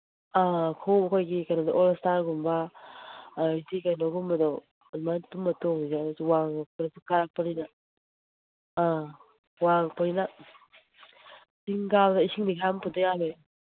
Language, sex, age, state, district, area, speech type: Manipuri, female, 30-45, Manipur, Imphal East, rural, conversation